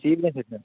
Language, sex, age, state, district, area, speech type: Telugu, male, 18-30, Andhra Pradesh, Vizianagaram, rural, conversation